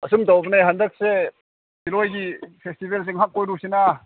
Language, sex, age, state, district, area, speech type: Manipuri, male, 45-60, Manipur, Ukhrul, rural, conversation